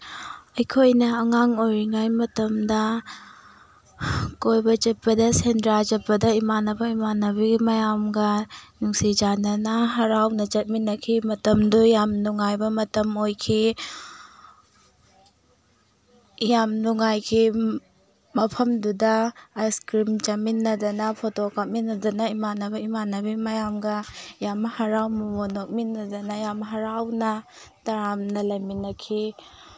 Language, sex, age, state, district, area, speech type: Manipuri, female, 18-30, Manipur, Tengnoupal, rural, spontaneous